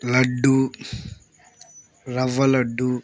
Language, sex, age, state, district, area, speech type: Telugu, male, 18-30, Andhra Pradesh, Bapatla, rural, spontaneous